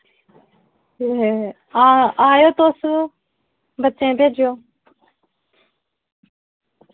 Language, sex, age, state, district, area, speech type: Dogri, female, 30-45, Jammu and Kashmir, Udhampur, rural, conversation